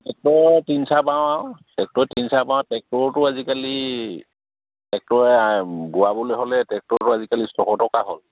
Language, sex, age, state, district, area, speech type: Assamese, male, 45-60, Assam, Charaideo, rural, conversation